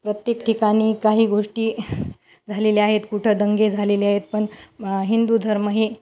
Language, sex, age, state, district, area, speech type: Marathi, female, 30-45, Maharashtra, Nanded, urban, spontaneous